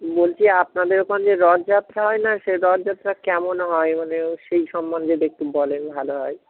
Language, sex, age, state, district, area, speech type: Bengali, male, 30-45, West Bengal, Dakshin Dinajpur, urban, conversation